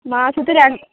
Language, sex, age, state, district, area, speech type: Malayalam, female, 18-30, Kerala, Idukki, rural, conversation